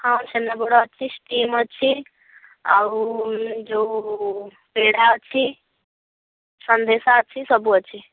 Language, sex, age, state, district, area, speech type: Odia, female, 30-45, Odisha, Bhadrak, rural, conversation